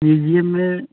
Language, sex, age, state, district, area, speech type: Hindi, male, 18-30, Uttar Pradesh, Jaunpur, rural, conversation